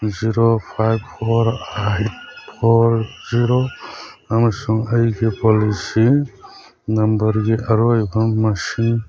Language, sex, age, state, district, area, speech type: Manipuri, male, 45-60, Manipur, Churachandpur, rural, read